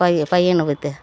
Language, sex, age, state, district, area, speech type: Tamil, female, 60+, Tamil Nadu, Perambalur, rural, spontaneous